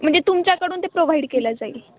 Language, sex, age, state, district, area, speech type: Marathi, female, 18-30, Maharashtra, Nashik, urban, conversation